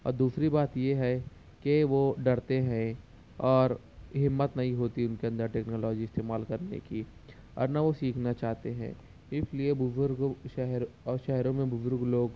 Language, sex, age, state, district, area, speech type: Urdu, male, 18-30, Maharashtra, Nashik, rural, spontaneous